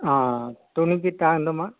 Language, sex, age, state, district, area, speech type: Tamil, male, 60+, Tamil Nadu, Coimbatore, urban, conversation